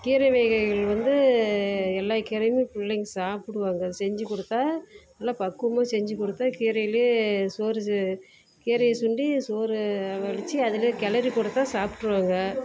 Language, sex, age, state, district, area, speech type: Tamil, female, 30-45, Tamil Nadu, Salem, rural, spontaneous